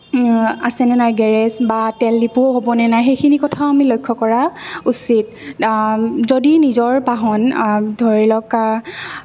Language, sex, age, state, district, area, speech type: Assamese, female, 18-30, Assam, Kamrup Metropolitan, urban, spontaneous